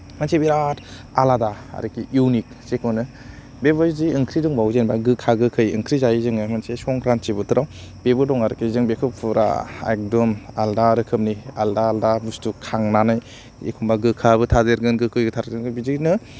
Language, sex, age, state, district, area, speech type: Bodo, male, 18-30, Assam, Kokrajhar, urban, spontaneous